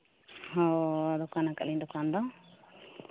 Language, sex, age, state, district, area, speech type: Santali, female, 30-45, Jharkhand, East Singhbhum, rural, conversation